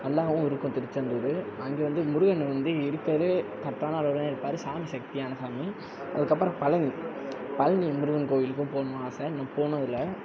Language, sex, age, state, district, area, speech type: Tamil, male, 30-45, Tamil Nadu, Sivaganga, rural, spontaneous